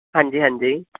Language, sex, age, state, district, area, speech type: Punjabi, male, 18-30, Punjab, Fatehgarh Sahib, rural, conversation